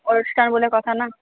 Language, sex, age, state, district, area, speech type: Bengali, female, 30-45, West Bengal, Purba Bardhaman, urban, conversation